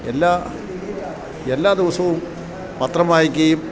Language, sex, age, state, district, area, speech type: Malayalam, male, 60+, Kerala, Idukki, rural, spontaneous